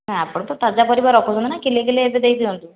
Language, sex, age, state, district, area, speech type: Odia, female, 30-45, Odisha, Khordha, rural, conversation